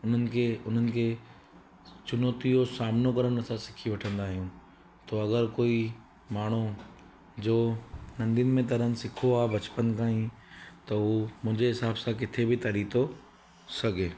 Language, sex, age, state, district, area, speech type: Sindhi, male, 30-45, Gujarat, Surat, urban, spontaneous